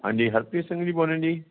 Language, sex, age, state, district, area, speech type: Punjabi, male, 45-60, Punjab, Fatehgarh Sahib, rural, conversation